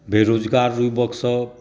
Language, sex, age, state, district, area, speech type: Maithili, male, 60+, Bihar, Saharsa, urban, spontaneous